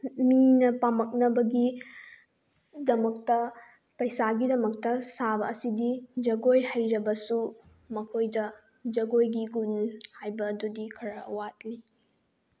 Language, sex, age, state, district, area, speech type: Manipuri, female, 18-30, Manipur, Bishnupur, rural, spontaneous